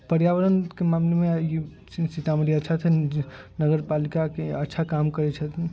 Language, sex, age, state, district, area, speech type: Maithili, male, 18-30, Bihar, Sitamarhi, rural, spontaneous